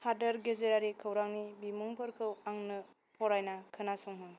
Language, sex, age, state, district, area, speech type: Bodo, female, 18-30, Assam, Kokrajhar, rural, read